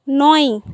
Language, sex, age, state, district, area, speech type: Bengali, female, 18-30, West Bengal, Jhargram, rural, read